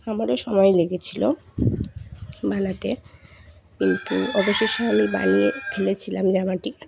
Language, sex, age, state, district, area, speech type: Bengali, female, 18-30, West Bengal, Dakshin Dinajpur, urban, spontaneous